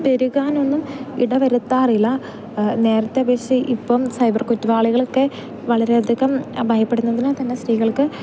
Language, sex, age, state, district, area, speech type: Malayalam, female, 18-30, Kerala, Idukki, rural, spontaneous